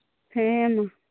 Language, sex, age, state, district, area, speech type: Santali, female, 30-45, Jharkhand, Pakur, rural, conversation